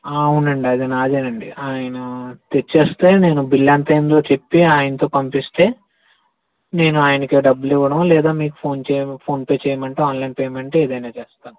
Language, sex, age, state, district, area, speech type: Telugu, male, 30-45, Andhra Pradesh, East Godavari, rural, conversation